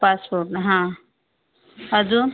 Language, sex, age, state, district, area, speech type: Marathi, female, 30-45, Maharashtra, Yavatmal, rural, conversation